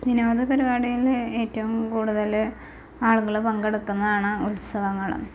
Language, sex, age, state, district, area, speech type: Malayalam, female, 18-30, Kerala, Malappuram, rural, spontaneous